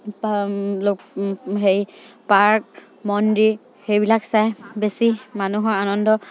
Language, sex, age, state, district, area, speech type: Assamese, female, 45-60, Assam, Dibrugarh, rural, spontaneous